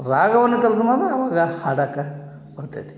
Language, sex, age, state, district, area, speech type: Kannada, male, 60+, Karnataka, Dharwad, urban, spontaneous